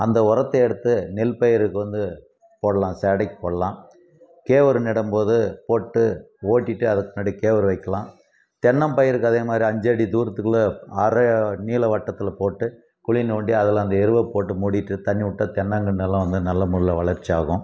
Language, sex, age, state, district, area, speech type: Tamil, male, 60+, Tamil Nadu, Krishnagiri, rural, spontaneous